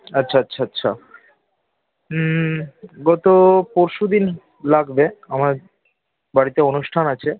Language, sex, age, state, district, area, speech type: Bengali, male, 30-45, West Bengal, South 24 Parganas, rural, conversation